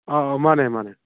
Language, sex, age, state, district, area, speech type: Manipuri, male, 45-60, Manipur, Churachandpur, rural, conversation